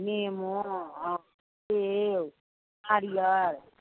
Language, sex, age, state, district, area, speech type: Maithili, female, 60+, Bihar, Begusarai, rural, conversation